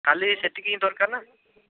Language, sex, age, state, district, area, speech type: Odia, male, 18-30, Odisha, Bhadrak, rural, conversation